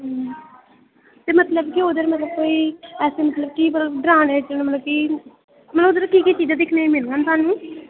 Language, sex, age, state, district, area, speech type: Dogri, female, 18-30, Jammu and Kashmir, Kathua, rural, conversation